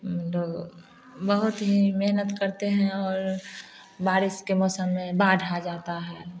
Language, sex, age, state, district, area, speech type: Hindi, female, 45-60, Bihar, Samastipur, rural, spontaneous